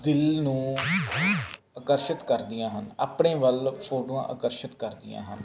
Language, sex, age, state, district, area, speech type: Punjabi, male, 18-30, Punjab, Faridkot, urban, spontaneous